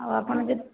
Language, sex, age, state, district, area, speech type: Odia, female, 60+, Odisha, Jajpur, rural, conversation